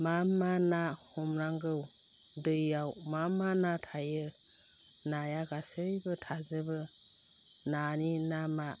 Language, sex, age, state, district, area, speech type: Bodo, female, 60+, Assam, Chirang, rural, spontaneous